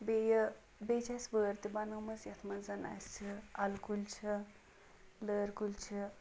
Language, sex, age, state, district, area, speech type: Kashmiri, female, 30-45, Jammu and Kashmir, Ganderbal, rural, spontaneous